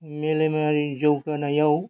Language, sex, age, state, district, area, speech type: Bodo, male, 45-60, Assam, Chirang, urban, spontaneous